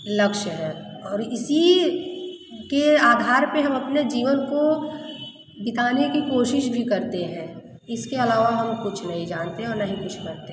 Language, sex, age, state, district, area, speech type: Hindi, female, 30-45, Uttar Pradesh, Mirzapur, rural, spontaneous